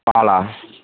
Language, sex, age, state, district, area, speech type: Tamil, male, 18-30, Tamil Nadu, Perambalur, urban, conversation